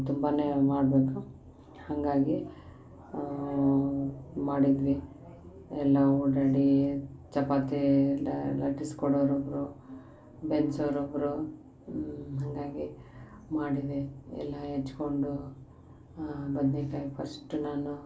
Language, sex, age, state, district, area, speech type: Kannada, female, 30-45, Karnataka, Koppal, rural, spontaneous